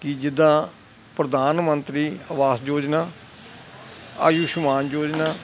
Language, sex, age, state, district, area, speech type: Punjabi, male, 60+, Punjab, Hoshiarpur, rural, spontaneous